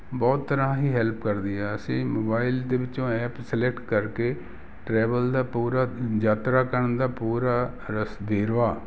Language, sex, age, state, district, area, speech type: Punjabi, male, 60+, Punjab, Jalandhar, urban, spontaneous